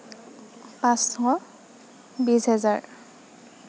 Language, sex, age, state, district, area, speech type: Assamese, female, 30-45, Assam, Nagaon, rural, spontaneous